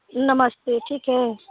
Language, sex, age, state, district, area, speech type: Hindi, female, 18-30, Uttar Pradesh, Prayagraj, rural, conversation